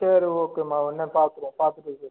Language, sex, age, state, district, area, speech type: Tamil, male, 30-45, Tamil Nadu, Cuddalore, rural, conversation